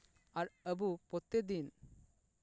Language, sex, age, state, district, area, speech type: Santali, male, 30-45, West Bengal, Paschim Bardhaman, rural, spontaneous